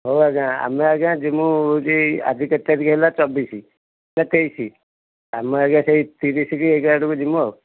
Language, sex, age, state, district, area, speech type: Odia, male, 45-60, Odisha, Kendujhar, urban, conversation